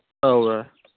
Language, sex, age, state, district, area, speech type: Manipuri, male, 18-30, Manipur, Kangpokpi, urban, conversation